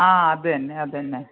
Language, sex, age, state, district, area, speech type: Malayalam, female, 45-60, Kerala, Kannur, rural, conversation